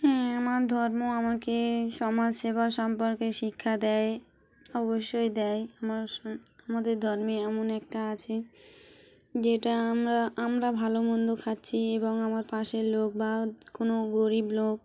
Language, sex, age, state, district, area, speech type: Bengali, female, 30-45, West Bengal, Dakshin Dinajpur, urban, spontaneous